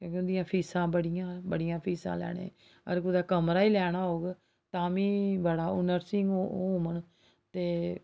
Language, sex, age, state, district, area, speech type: Dogri, female, 45-60, Jammu and Kashmir, Jammu, urban, spontaneous